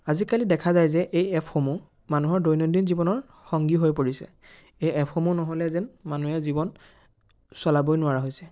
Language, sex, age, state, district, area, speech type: Assamese, male, 18-30, Assam, Biswanath, rural, spontaneous